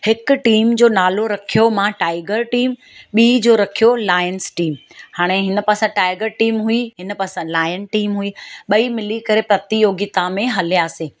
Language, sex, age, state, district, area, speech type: Sindhi, female, 30-45, Gujarat, Surat, urban, spontaneous